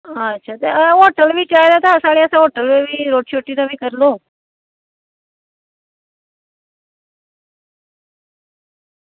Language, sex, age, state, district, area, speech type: Dogri, female, 45-60, Jammu and Kashmir, Samba, rural, conversation